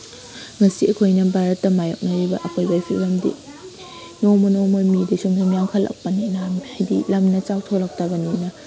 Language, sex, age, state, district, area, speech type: Manipuri, female, 18-30, Manipur, Kakching, rural, spontaneous